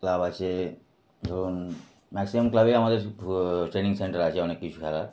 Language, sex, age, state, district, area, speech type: Bengali, male, 30-45, West Bengal, Darjeeling, urban, spontaneous